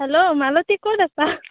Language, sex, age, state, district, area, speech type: Assamese, female, 18-30, Assam, Kamrup Metropolitan, urban, conversation